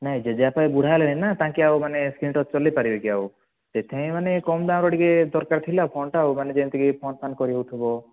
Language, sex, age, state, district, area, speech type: Odia, male, 18-30, Odisha, Kandhamal, rural, conversation